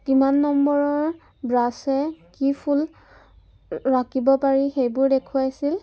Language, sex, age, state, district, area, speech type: Assamese, female, 18-30, Assam, Jorhat, urban, spontaneous